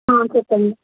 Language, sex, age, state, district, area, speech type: Telugu, female, 18-30, Telangana, Sangareddy, rural, conversation